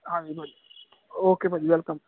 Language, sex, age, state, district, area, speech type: Punjabi, male, 18-30, Punjab, Hoshiarpur, rural, conversation